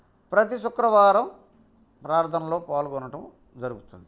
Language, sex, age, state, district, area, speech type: Telugu, male, 45-60, Andhra Pradesh, Bapatla, urban, spontaneous